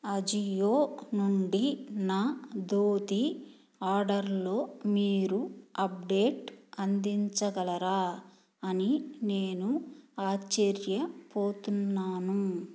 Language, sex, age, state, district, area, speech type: Telugu, female, 45-60, Andhra Pradesh, Nellore, rural, read